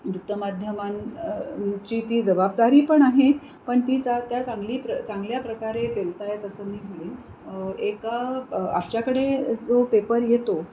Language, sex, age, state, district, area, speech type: Marathi, female, 45-60, Maharashtra, Pune, urban, spontaneous